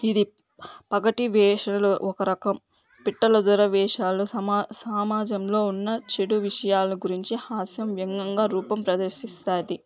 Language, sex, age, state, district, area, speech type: Telugu, female, 18-30, Andhra Pradesh, Sri Balaji, rural, spontaneous